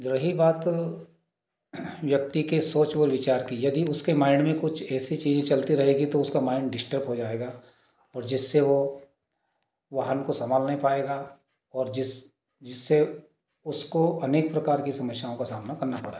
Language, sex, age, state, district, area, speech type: Hindi, male, 30-45, Madhya Pradesh, Ujjain, urban, spontaneous